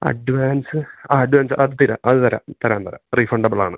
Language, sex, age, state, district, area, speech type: Malayalam, male, 18-30, Kerala, Idukki, rural, conversation